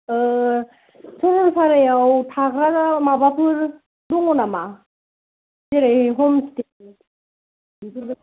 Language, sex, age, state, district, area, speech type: Bodo, female, 18-30, Assam, Kokrajhar, rural, conversation